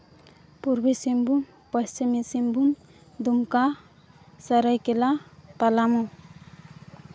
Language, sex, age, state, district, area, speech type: Santali, female, 18-30, Jharkhand, East Singhbhum, rural, spontaneous